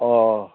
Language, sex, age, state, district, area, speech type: Assamese, male, 45-60, Assam, Barpeta, rural, conversation